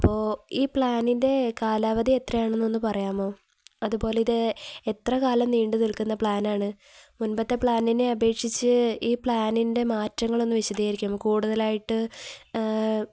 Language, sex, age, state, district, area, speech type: Malayalam, female, 18-30, Kerala, Kozhikode, rural, spontaneous